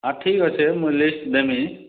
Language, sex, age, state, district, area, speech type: Odia, male, 30-45, Odisha, Kalahandi, rural, conversation